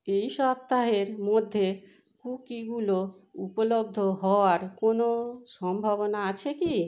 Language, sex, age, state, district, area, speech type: Bengali, female, 30-45, West Bengal, Howrah, urban, read